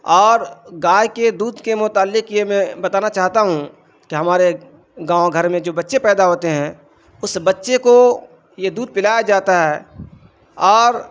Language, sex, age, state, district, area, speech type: Urdu, male, 45-60, Bihar, Darbhanga, rural, spontaneous